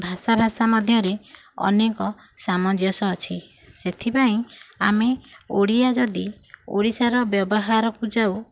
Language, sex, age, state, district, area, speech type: Odia, female, 30-45, Odisha, Nayagarh, rural, spontaneous